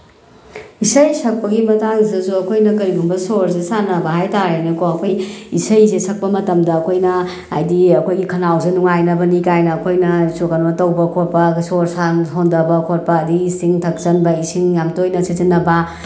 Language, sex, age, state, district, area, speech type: Manipuri, female, 30-45, Manipur, Bishnupur, rural, spontaneous